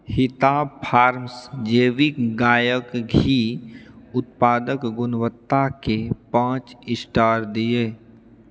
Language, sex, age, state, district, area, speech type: Maithili, male, 45-60, Bihar, Purnia, rural, read